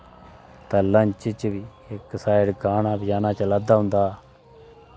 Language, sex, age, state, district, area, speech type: Dogri, male, 30-45, Jammu and Kashmir, Udhampur, rural, spontaneous